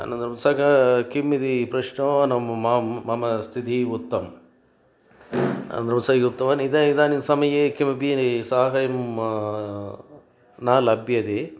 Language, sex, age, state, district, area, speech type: Sanskrit, male, 60+, Tamil Nadu, Coimbatore, urban, spontaneous